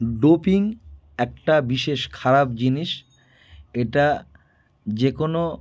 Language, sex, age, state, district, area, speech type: Bengali, male, 30-45, West Bengal, North 24 Parganas, urban, spontaneous